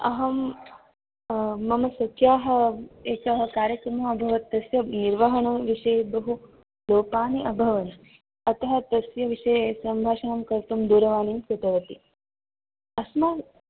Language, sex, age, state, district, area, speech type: Sanskrit, female, 18-30, Karnataka, Udupi, urban, conversation